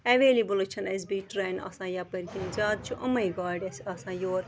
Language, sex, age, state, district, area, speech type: Kashmiri, female, 30-45, Jammu and Kashmir, Bandipora, rural, spontaneous